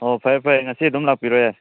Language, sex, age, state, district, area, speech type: Manipuri, male, 18-30, Manipur, Churachandpur, rural, conversation